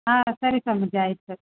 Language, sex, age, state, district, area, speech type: Kannada, female, 30-45, Karnataka, Chitradurga, urban, conversation